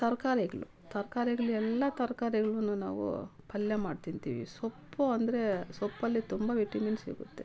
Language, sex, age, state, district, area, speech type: Kannada, female, 45-60, Karnataka, Kolar, rural, spontaneous